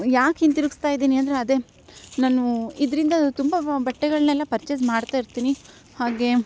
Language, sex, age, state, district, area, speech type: Kannada, female, 18-30, Karnataka, Chikkamagaluru, rural, spontaneous